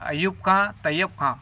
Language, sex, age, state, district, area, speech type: Marathi, male, 18-30, Maharashtra, Washim, rural, spontaneous